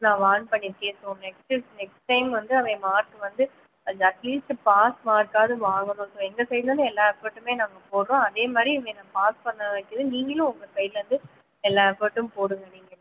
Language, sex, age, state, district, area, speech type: Tamil, female, 30-45, Tamil Nadu, Pudukkottai, rural, conversation